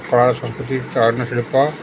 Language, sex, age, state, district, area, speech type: Odia, male, 60+, Odisha, Sundergarh, urban, spontaneous